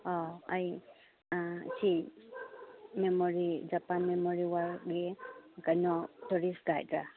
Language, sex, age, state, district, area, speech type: Manipuri, female, 45-60, Manipur, Chandel, rural, conversation